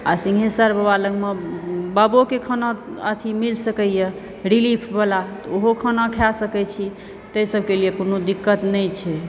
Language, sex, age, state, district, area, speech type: Maithili, female, 60+, Bihar, Supaul, rural, spontaneous